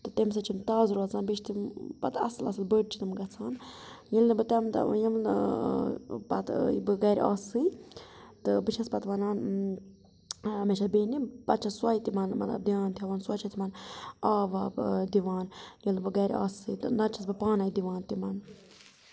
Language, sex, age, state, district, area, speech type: Kashmiri, female, 30-45, Jammu and Kashmir, Budgam, rural, spontaneous